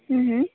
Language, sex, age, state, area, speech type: Gujarati, female, 18-30, Gujarat, urban, conversation